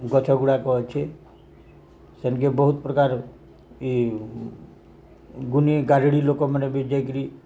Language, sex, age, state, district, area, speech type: Odia, male, 60+, Odisha, Balangir, urban, spontaneous